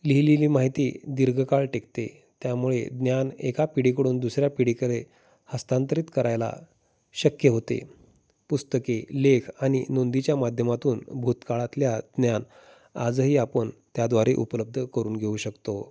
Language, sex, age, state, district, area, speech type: Marathi, male, 30-45, Maharashtra, Osmanabad, rural, spontaneous